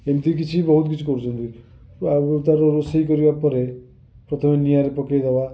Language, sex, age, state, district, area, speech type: Odia, male, 45-60, Odisha, Cuttack, urban, spontaneous